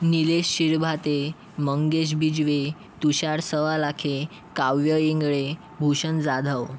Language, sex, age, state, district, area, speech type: Marathi, male, 18-30, Maharashtra, Yavatmal, rural, spontaneous